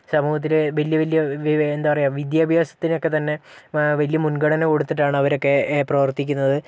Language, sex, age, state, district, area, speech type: Malayalam, male, 18-30, Kerala, Wayanad, rural, spontaneous